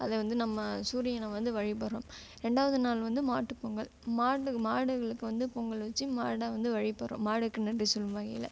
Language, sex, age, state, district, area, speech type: Tamil, female, 18-30, Tamil Nadu, Kallakurichi, rural, spontaneous